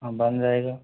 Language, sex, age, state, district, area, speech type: Hindi, male, 30-45, Rajasthan, Jaipur, urban, conversation